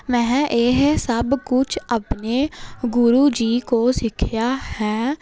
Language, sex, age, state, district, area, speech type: Punjabi, female, 18-30, Punjab, Jalandhar, urban, spontaneous